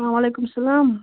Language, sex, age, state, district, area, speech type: Kashmiri, female, 30-45, Jammu and Kashmir, Baramulla, rural, conversation